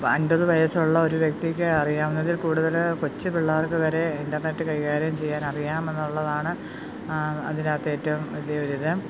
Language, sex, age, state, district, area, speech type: Malayalam, female, 30-45, Kerala, Pathanamthitta, rural, spontaneous